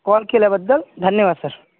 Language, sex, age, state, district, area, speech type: Marathi, male, 30-45, Maharashtra, Washim, urban, conversation